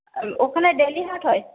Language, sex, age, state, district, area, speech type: Bengali, female, 18-30, West Bengal, Paschim Bardhaman, rural, conversation